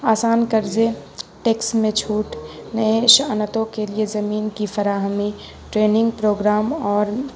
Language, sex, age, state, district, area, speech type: Urdu, female, 18-30, Bihar, Gaya, urban, spontaneous